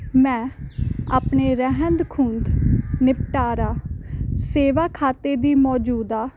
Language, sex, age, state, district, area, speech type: Punjabi, female, 18-30, Punjab, Hoshiarpur, urban, read